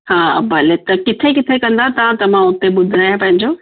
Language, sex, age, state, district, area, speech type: Sindhi, female, 45-60, Gujarat, Kutch, rural, conversation